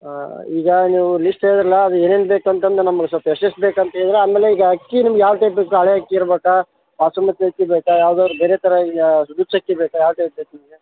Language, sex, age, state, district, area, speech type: Kannada, male, 30-45, Karnataka, Koppal, rural, conversation